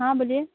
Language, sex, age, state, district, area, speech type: Hindi, female, 18-30, Bihar, Muzaffarpur, rural, conversation